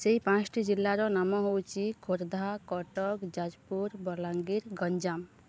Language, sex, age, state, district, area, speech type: Odia, female, 18-30, Odisha, Subarnapur, urban, spontaneous